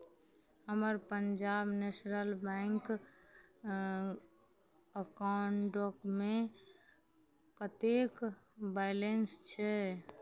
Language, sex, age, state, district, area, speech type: Maithili, female, 30-45, Bihar, Madhubani, rural, read